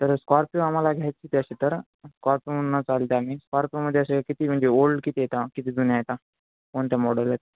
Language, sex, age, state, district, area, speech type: Marathi, male, 18-30, Maharashtra, Nanded, urban, conversation